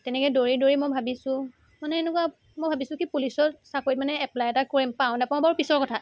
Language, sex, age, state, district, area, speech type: Assamese, female, 18-30, Assam, Sivasagar, urban, spontaneous